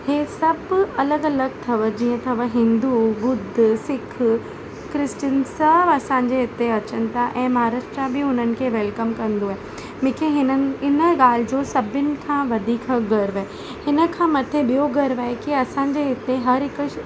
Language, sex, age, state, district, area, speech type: Sindhi, female, 30-45, Maharashtra, Mumbai Suburban, urban, spontaneous